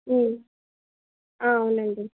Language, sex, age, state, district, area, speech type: Telugu, female, 18-30, Telangana, Ranga Reddy, rural, conversation